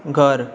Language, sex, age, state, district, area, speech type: Goan Konkani, male, 18-30, Goa, Bardez, urban, read